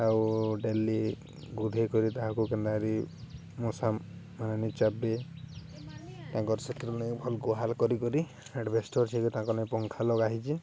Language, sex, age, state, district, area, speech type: Odia, male, 30-45, Odisha, Balangir, urban, spontaneous